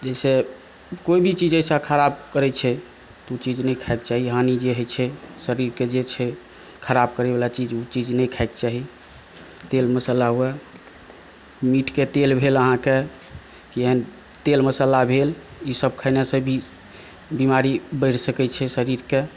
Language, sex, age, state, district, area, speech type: Maithili, male, 30-45, Bihar, Saharsa, rural, spontaneous